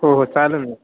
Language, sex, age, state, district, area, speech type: Marathi, male, 18-30, Maharashtra, Ahmednagar, urban, conversation